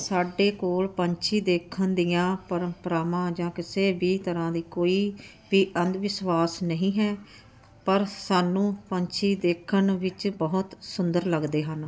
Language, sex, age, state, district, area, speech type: Punjabi, female, 45-60, Punjab, Ludhiana, urban, spontaneous